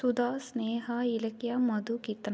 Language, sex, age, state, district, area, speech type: Tamil, female, 18-30, Tamil Nadu, Karur, rural, spontaneous